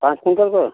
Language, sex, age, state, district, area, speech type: Hindi, male, 60+, Uttar Pradesh, Ghazipur, rural, conversation